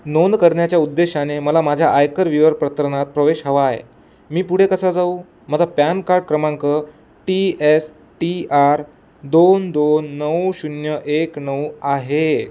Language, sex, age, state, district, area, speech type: Marathi, male, 18-30, Maharashtra, Amravati, urban, read